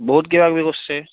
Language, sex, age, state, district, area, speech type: Assamese, male, 18-30, Assam, Biswanath, rural, conversation